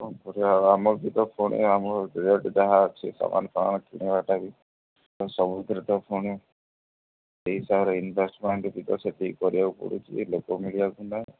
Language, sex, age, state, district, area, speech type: Odia, male, 45-60, Odisha, Sundergarh, rural, conversation